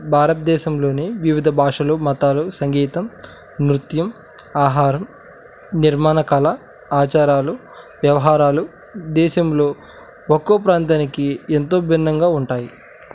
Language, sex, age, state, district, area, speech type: Telugu, male, 18-30, Andhra Pradesh, Krishna, rural, spontaneous